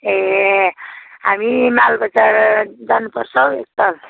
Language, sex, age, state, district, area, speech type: Nepali, female, 45-60, West Bengal, Jalpaiguri, rural, conversation